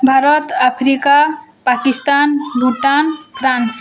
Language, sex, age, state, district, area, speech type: Odia, female, 18-30, Odisha, Bargarh, rural, spontaneous